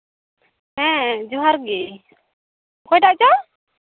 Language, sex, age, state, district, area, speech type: Santali, female, 18-30, Jharkhand, Pakur, rural, conversation